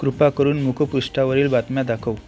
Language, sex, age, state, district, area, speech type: Marathi, male, 18-30, Maharashtra, Akola, rural, read